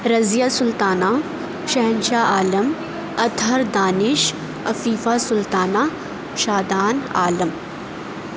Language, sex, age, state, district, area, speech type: Urdu, female, 30-45, Uttar Pradesh, Aligarh, urban, spontaneous